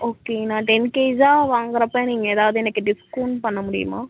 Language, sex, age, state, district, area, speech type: Tamil, female, 45-60, Tamil Nadu, Tiruvarur, rural, conversation